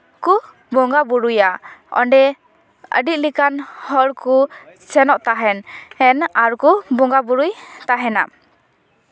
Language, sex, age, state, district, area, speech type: Santali, female, 18-30, West Bengal, Paschim Bardhaman, rural, spontaneous